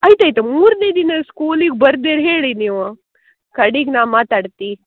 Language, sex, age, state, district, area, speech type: Kannada, female, 18-30, Karnataka, Uttara Kannada, rural, conversation